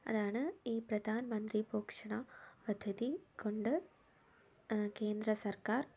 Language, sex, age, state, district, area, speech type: Malayalam, female, 18-30, Kerala, Thiruvananthapuram, rural, spontaneous